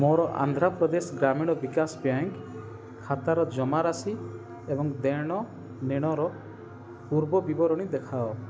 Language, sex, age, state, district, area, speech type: Odia, male, 30-45, Odisha, Rayagada, rural, read